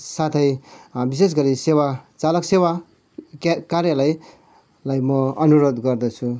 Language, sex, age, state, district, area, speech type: Nepali, male, 45-60, West Bengal, Kalimpong, rural, spontaneous